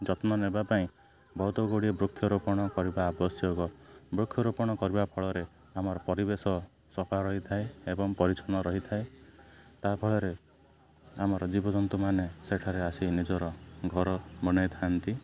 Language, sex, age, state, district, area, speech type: Odia, male, 18-30, Odisha, Ganjam, urban, spontaneous